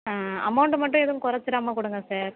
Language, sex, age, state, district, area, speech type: Tamil, female, 30-45, Tamil Nadu, Tiruvarur, rural, conversation